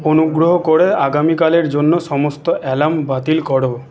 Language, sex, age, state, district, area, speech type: Bengali, male, 45-60, West Bengal, Paschim Bardhaman, rural, read